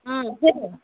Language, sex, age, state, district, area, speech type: Assamese, female, 18-30, Assam, Dhemaji, urban, conversation